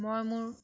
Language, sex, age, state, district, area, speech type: Assamese, female, 18-30, Assam, Sivasagar, rural, spontaneous